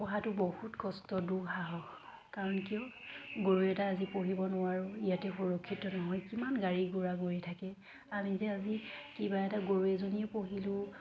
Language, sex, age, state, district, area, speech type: Assamese, female, 30-45, Assam, Dhemaji, rural, spontaneous